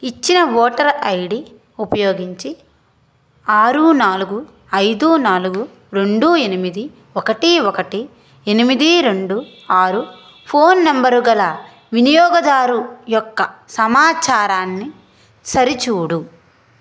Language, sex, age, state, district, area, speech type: Telugu, female, 30-45, Andhra Pradesh, Guntur, urban, read